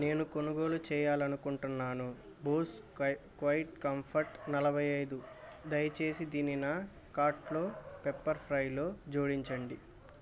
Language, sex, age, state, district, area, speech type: Telugu, male, 18-30, Andhra Pradesh, Bapatla, urban, read